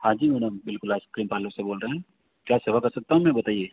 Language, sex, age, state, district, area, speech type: Hindi, male, 60+, Rajasthan, Jodhpur, urban, conversation